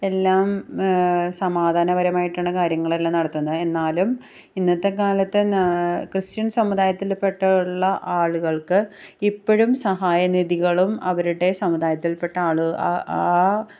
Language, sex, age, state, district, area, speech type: Malayalam, female, 30-45, Kerala, Ernakulam, rural, spontaneous